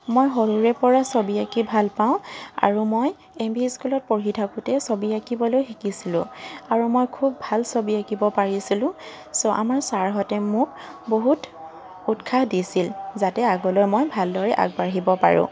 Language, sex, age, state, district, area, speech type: Assamese, female, 45-60, Assam, Charaideo, urban, spontaneous